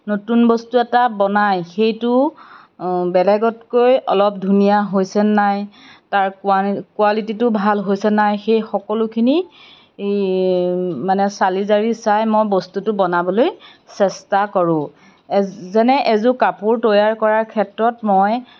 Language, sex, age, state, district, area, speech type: Assamese, female, 30-45, Assam, Golaghat, rural, spontaneous